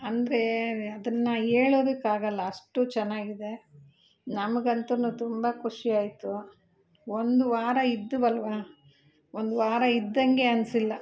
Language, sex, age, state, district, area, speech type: Kannada, female, 30-45, Karnataka, Bangalore Urban, urban, spontaneous